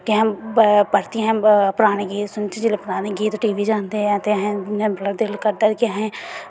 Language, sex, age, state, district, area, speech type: Dogri, female, 18-30, Jammu and Kashmir, Samba, rural, spontaneous